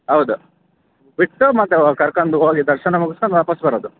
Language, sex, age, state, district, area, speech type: Kannada, male, 30-45, Karnataka, Davanagere, urban, conversation